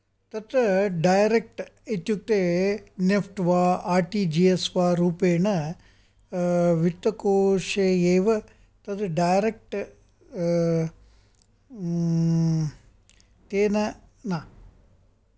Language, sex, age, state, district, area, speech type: Sanskrit, male, 60+, Karnataka, Mysore, urban, spontaneous